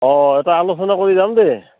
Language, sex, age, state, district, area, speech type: Assamese, male, 45-60, Assam, Barpeta, rural, conversation